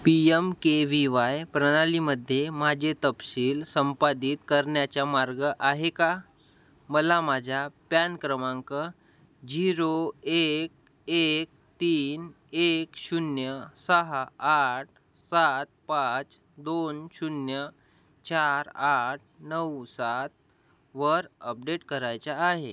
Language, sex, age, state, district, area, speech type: Marathi, male, 18-30, Maharashtra, Nagpur, rural, read